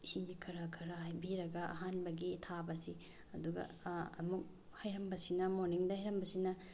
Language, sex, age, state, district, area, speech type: Manipuri, female, 18-30, Manipur, Bishnupur, rural, spontaneous